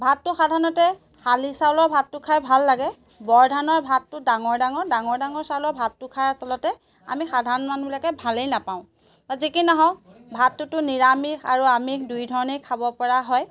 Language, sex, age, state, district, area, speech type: Assamese, female, 45-60, Assam, Golaghat, rural, spontaneous